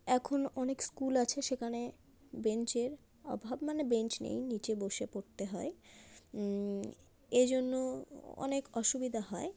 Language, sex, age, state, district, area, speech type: Bengali, female, 30-45, West Bengal, South 24 Parganas, rural, spontaneous